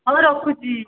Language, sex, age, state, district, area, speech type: Odia, female, 60+, Odisha, Dhenkanal, rural, conversation